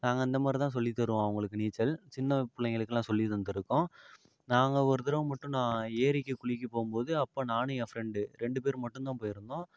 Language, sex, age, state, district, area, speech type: Tamil, male, 45-60, Tamil Nadu, Ariyalur, rural, spontaneous